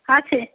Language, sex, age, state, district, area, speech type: Bengali, female, 30-45, West Bengal, Darjeeling, rural, conversation